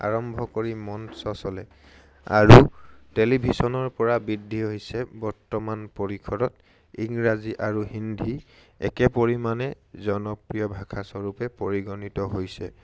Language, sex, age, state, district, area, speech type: Assamese, male, 18-30, Assam, Charaideo, urban, spontaneous